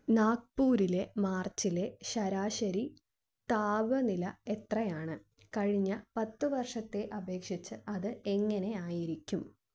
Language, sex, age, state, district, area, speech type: Malayalam, female, 18-30, Kerala, Thiruvananthapuram, urban, read